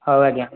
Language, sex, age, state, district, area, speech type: Odia, male, 18-30, Odisha, Dhenkanal, rural, conversation